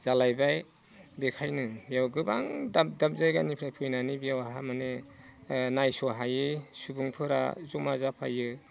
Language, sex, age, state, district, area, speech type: Bodo, male, 45-60, Assam, Udalguri, rural, spontaneous